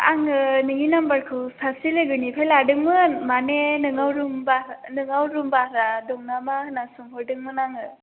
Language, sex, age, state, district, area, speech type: Bodo, female, 18-30, Assam, Chirang, urban, conversation